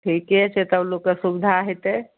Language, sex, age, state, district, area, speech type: Maithili, female, 45-60, Bihar, Madhepura, rural, conversation